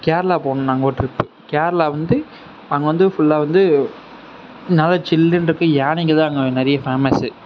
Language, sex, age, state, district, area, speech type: Tamil, male, 45-60, Tamil Nadu, Sivaganga, urban, spontaneous